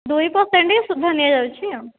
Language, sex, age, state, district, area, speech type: Odia, female, 30-45, Odisha, Dhenkanal, rural, conversation